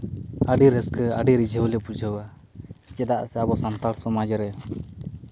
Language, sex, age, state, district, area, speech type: Santali, male, 30-45, Jharkhand, Seraikela Kharsawan, rural, spontaneous